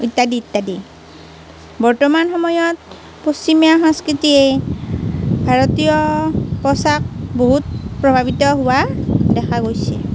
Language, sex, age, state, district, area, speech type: Assamese, female, 45-60, Assam, Nalbari, rural, spontaneous